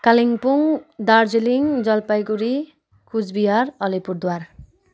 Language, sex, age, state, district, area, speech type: Nepali, female, 18-30, West Bengal, Kalimpong, rural, spontaneous